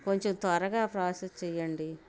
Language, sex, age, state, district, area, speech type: Telugu, female, 45-60, Andhra Pradesh, Bapatla, urban, spontaneous